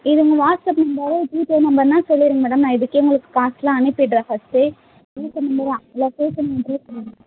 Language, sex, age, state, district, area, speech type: Tamil, female, 18-30, Tamil Nadu, Chennai, urban, conversation